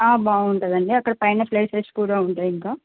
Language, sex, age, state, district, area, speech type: Telugu, female, 18-30, Andhra Pradesh, Srikakulam, urban, conversation